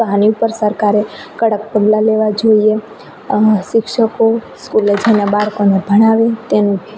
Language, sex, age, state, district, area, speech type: Gujarati, female, 18-30, Gujarat, Rajkot, rural, spontaneous